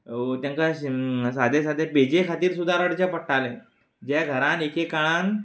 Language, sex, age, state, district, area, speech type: Goan Konkani, male, 30-45, Goa, Quepem, rural, spontaneous